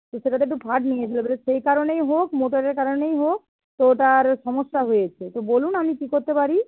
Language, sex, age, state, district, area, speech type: Bengali, female, 60+, West Bengal, Nadia, rural, conversation